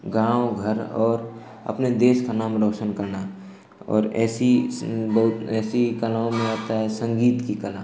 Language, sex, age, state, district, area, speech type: Hindi, male, 18-30, Uttar Pradesh, Ghazipur, rural, spontaneous